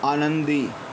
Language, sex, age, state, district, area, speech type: Marathi, male, 30-45, Maharashtra, Yavatmal, urban, read